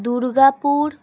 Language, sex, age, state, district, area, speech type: Bengali, female, 18-30, West Bengal, Alipurduar, rural, spontaneous